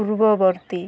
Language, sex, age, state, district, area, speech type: Odia, female, 45-60, Odisha, Kalahandi, rural, read